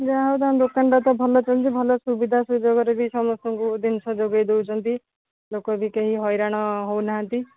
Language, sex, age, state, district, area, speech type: Odia, female, 30-45, Odisha, Jagatsinghpur, rural, conversation